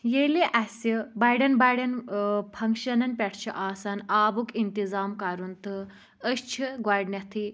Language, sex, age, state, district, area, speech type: Kashmiri, female, 18-30, Jammu and Kashmir, Pulwama, rural, spontaneous